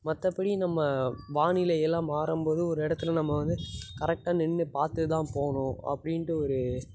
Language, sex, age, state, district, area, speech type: Tamil, male, 18-30, Tamil Nadu, Tiruppur, urban, spontaneous